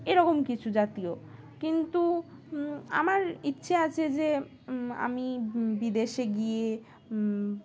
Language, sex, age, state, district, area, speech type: Bengali, female, 18-30, West Bengal, Dakshin Dinajpur, urban, spontaneous